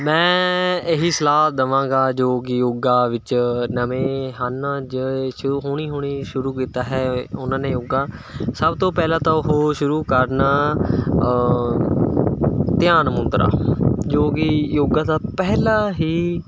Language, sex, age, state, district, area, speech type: Punjabi, male, 18-30, Punjab, Mohali, rural, spontaneous